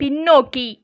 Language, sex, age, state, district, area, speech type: Tamil, female, 30-45, Tamil Nadu, Viluppuram, rural, read